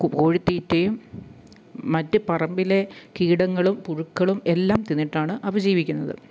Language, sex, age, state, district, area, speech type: Malayalam, female, 30-45, Kerala, Kottayam, rural, spontaneous